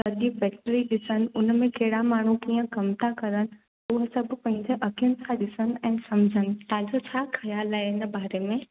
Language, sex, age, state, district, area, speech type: Sindhi, female, 18-30, Gujarat, Junagadh, urban, conversation